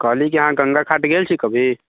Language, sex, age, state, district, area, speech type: Maithili, male, 45-60, Bihar, Sitamarhi, urban, conversation